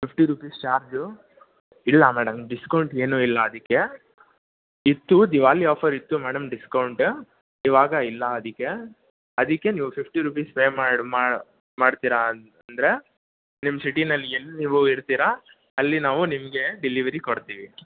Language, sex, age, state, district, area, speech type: Kannada, male, 18-30, Karnataka, Mysore, urban, conversation